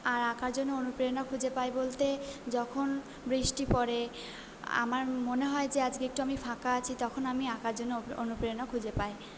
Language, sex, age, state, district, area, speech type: Bengali, female, 18-30, West Bengal, Purba Bardhaman, urban, spontaneous